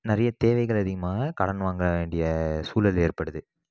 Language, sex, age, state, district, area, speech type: Tamil, male, 18-30, Tamil Nadu, Krishnagiri, rural, spontaneous